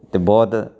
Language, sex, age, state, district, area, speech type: Punjabi, male, 45-60, Punjab, Fatehgarh Sahib, urban, spontaneous